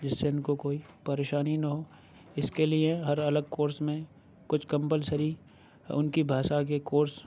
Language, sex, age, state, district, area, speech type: Urdu, male, 30-45, Uttar Pradesh, Aligarh, urban, spontaneous